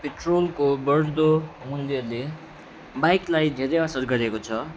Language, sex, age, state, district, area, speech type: Nepali, male, 45-60, West Bengal, Alipurduar, urban, spontaneous